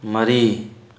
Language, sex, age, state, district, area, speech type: Manipuri, male, 18-30, Manipur, Tengnoupal, rural, read